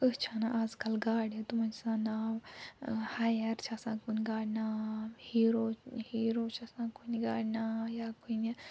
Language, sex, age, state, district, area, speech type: Kashmiri, female, 45-60, Jammu and Kashmir, Ganderbal, urban, spontaneous